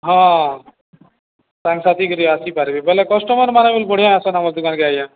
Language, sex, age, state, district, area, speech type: Odia, male, 45-60, Odisha, Nuapada, urban, conversation